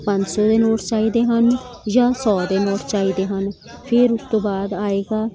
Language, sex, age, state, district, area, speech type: Punjabi, female, 45-60, Punjab, Jalandhar, urban, spontaneous